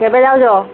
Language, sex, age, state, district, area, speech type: Odia, female, 45-60, Odisha, Angul, rural, conversation